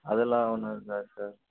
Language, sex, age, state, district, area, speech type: Tamil, male, 45-60, Tamil Nadu, Tiruvarur, urban, conversation